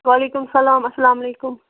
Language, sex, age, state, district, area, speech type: Kashmiri, female, 18-30, Jammu and Kashmir, Bandipora, rural, conversation